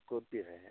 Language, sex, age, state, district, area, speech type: Hindi, male, 18-30, Rajasthan, Nagaur, rural, conversation